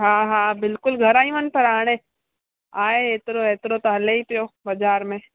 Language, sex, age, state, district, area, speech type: Sindhi, female, 18-30, Gujarat, Kutch, rural, conversation